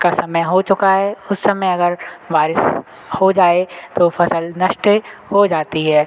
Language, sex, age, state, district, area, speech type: Hindi, male, 30-45, Madhya Pradesh, Hoshangabad, rural, spontaneous